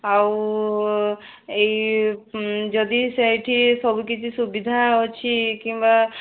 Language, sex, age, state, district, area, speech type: Odia, female, 18-30, Odisha, Mayurbhanj, rural, conversation